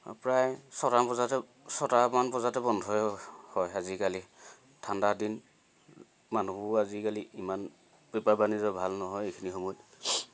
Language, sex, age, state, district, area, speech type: Assamese, male, 30-45, Assam, Sivasagar, rural, spontaneous